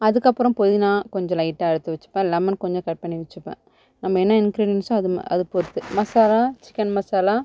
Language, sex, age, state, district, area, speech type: Tamil, female, 18-30, Tamil Nadu, Kallakurichi, rural, spontaneous